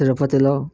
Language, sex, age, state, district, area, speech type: Telugu, male, 18-30, Andhra Pradesh, Vizianagaram, rural, spontaneous